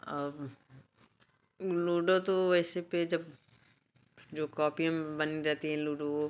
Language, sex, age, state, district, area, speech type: Hindi, female, 45-60, Uttar Pradesh, Bhadohi, urban, spontaneous